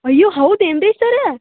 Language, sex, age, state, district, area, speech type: Kannada, female, 18-30, Karnataka, Dharwad, rural, conversation